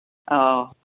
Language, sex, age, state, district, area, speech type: Manipuri, female, 60+, Manipur, Kangpokpi, urban, conversation